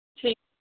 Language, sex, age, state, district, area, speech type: Sindhi, female, 18-30, Rajasthan, Ajmer, rural, conversation